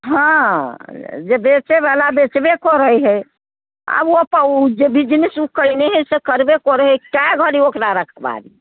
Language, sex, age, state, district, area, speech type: Maithili, female, 60+, Bihar, Muzaffarpur, rural, conversation